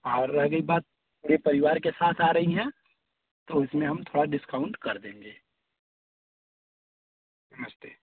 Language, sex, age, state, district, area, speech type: Hindi, male, 30-45, Uttar Pradesh, Varanasi, urban, conversation